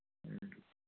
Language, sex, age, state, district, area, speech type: Manipuri, male, 60+, Manipur, Kangpokpi, urban, conversation